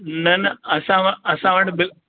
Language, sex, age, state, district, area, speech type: Sindhi, male, 60+, Maharashtra, Thane, urban, conversation